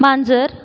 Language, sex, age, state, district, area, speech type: Marathi, female, 30-45, Maharashtra, Buldhana, urban, read